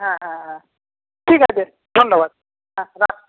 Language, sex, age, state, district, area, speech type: Bengali, male, 45-60, West Bengal, Jhargram, rural, conversation